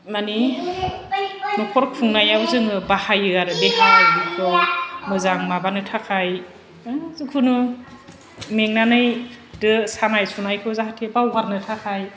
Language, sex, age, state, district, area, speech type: Bodo, female, 30-45, Assam, Chirang, urban, spontaneous